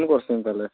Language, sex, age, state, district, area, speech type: Odia, male, 18-30, Odisha, Nuapada, urban, conversation